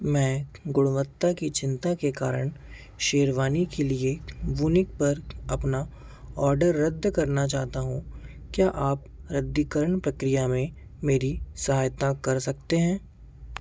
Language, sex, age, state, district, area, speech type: Hindi, male, 18-30, Madhya Pradesh, Seoni, urban, read